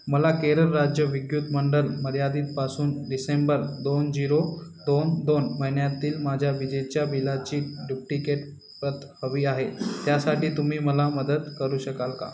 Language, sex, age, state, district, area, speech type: Marathi, male, 18-30, Maharashtra, Nanded, urban, read